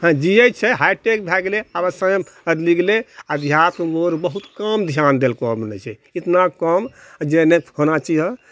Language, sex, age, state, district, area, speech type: Maithili, male, 60+, Bihar, Purnia, rural, spontaneous